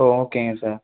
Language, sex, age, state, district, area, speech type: Tamil, male, 18-30, Tamil Nadu, Sivaganga, rural, conversation